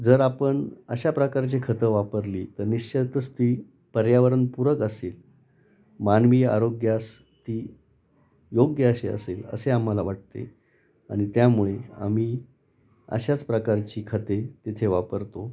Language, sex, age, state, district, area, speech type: Marathi, male, 45-60, Maharashtra, Nashik, urban, spontaneous